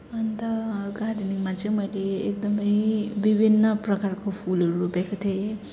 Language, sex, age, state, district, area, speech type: Nepali, female, 18-30, West Bengal, Kalimpong, rural, spontaneous